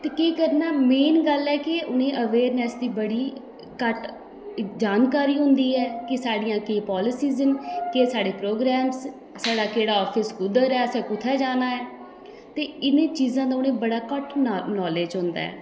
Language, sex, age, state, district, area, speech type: Dogri, female, 30-45, Jammu and Kashmir, Udhampur, rural, spontaneous